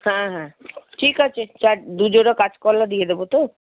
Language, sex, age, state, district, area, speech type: Bengali, female, 60+, West Bengal, Paschim Bardhaman, urban, conversation